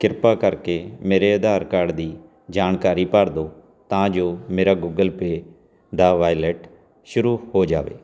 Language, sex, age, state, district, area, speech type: Punjabi, male, 45-60, Punjab, Fatehgarh Sahib, urban, read